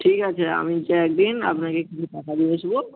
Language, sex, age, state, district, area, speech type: Bengali, male, 18-30, West Bengal, Nadia, rural, conversation